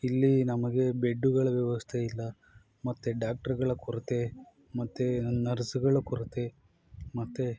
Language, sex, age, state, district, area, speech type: Kannada, male, 45-60, Karnataka, Bangalore Urban, rural, spontaneous